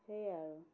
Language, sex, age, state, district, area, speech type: Assamese, female, 45-60, Assam, Tinsukia, urban, spontaneous